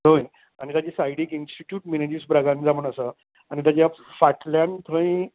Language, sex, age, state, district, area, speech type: Goan Konkani, male, 60+, Goa, Canacona, rural, conversation